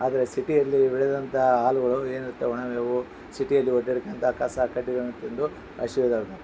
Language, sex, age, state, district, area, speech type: Kannada, male, 45-60, Karnataka, Bellary, rural, spontaneous